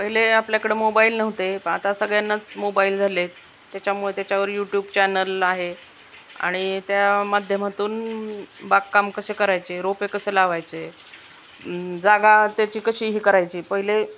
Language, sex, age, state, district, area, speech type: Marathi, female, 45-60, Maharashtra, Osmanabad, rural, spontaneous